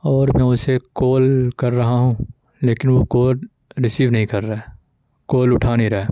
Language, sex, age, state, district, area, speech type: Urdu, male, 18-30, Uttar Pradesh, Ghaziabad, urban, spontaneous